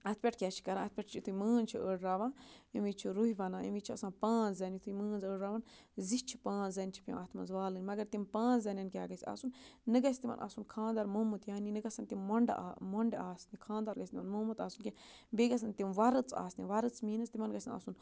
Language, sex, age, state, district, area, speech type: Kashmiri, female, 45-60, Jammu and Kashmir, Budgam, rural, spontaneous